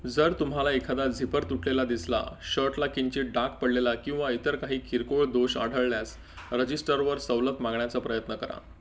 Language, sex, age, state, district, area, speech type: Marathi, male, 30-45, Maharashtra, Palghar, rural, read